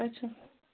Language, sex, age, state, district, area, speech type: Kashmiri, female, 18-30, Jammu and Kashmir, Bandipora, rural, conversation